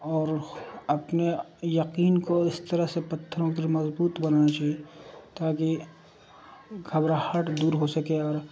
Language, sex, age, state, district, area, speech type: Urdu, male, 45-60, Bihar, Darbhanga, rural, spontaneous